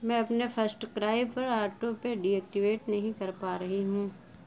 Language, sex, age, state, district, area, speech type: Urdu, female, 45-60, Uttar Pradesh, Lucknow, rural, read